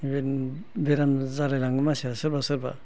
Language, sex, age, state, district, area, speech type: Bodo, male, 60+, Assam, Udalguri, rural, spontaneous